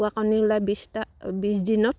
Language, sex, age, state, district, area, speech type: Assamese, female, 60+, Assam, Dibrugarh, rural, spontaneous